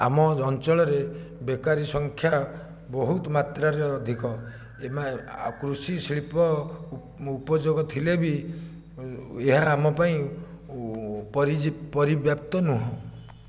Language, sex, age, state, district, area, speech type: Odia, male, 60+, Odisha, Jajpur, rural, spontaneous